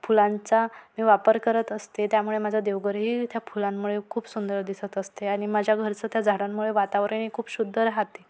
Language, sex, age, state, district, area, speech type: Marathi, female, 30-45, Maharashtra, Wardha, urban, spontaneous